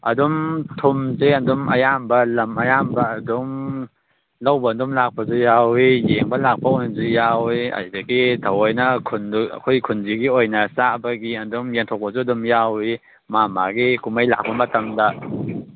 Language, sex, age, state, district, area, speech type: Manipuri, male, 18-30, Manipur, Kangpokpi, urban, conversation